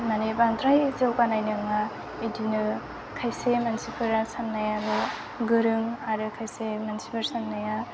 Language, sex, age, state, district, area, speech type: Bodo, female, 18-30, Assam, Udalguri, rural, spontaneous